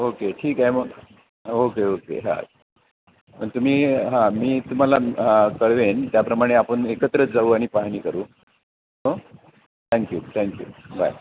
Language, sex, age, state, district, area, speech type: Marathi, male, 60+, Maharashtra, Palghar, rural, conversation